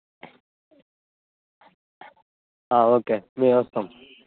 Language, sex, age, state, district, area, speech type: Telugu, male, 30-45, Telangana, Jangaon, rural, conversation